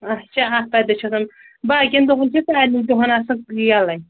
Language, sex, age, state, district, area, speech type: Kashmiri, female, 18-30, Jammu and Kashmir, Pulwama, rural, conversation